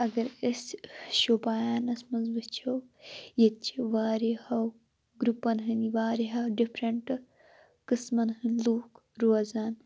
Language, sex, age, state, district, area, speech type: Kashmiri, female, 18-30, Jammu and Kashmir, Shopian, rural, spontaneous